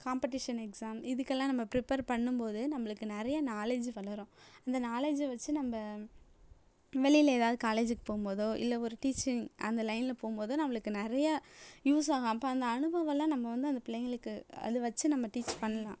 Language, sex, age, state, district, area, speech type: Tamil, female, 18-30, Tamil Nadu, Tiruchirappalli, rural, spontaneous